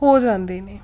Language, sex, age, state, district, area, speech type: Punjabi, female, 45-60, Punjab, Tarn Taran, urban, spontaneous